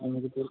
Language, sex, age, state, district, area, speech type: Malayalam, male, 45-60, Kerala, Palakkad, rural, conversation